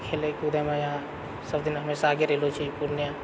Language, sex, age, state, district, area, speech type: Maithili, male, 45-60, Bihar, Purnia, rural, spontaneous